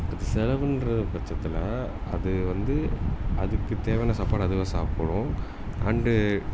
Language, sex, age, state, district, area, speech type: Tamil, male, 18-30, Tamil Nadu, Salem, rural, spontaneous